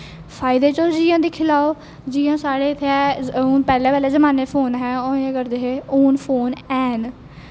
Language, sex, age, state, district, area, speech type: Dogri, female, 18-30, Jammu and Kashmir, Jammu, urban, spontaneous